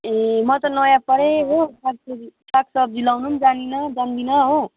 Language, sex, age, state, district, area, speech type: Nepali, female, 45-60, West Bengal, Darjeeling, rural, conversation